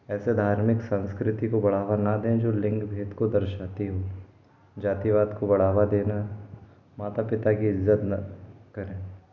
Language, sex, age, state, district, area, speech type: Hindi, male, 18-30, Madhya Pradesh, Bhopal, urban, spontaneous